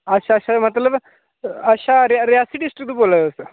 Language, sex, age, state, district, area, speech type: Dogri, male, 30-45, Jammu and Kashmir, Udhampur, rural, conversation